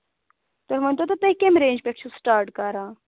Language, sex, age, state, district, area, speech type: Kashmiri, female, 18-30, Jammu and Kashmir, Budgam, rural, conversation